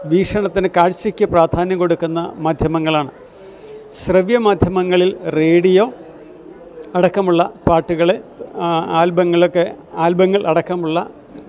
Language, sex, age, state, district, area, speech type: Malayalam, male, 60+, Kerala, Kottayam, rural, spontaneous